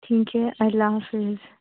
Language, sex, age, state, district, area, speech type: Urdu, female, 30-45, Uttar Pradesh, Aligarh, urban, conversation